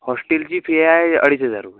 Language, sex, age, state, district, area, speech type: Marathi, male, 18-30, Maharashtra, Washim, rural, conversation